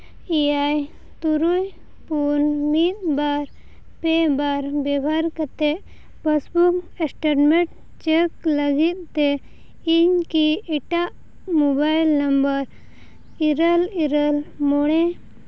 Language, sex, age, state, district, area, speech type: Santali, female, 18-30, Jharkhand, Seraikela Kharsawan, rural, read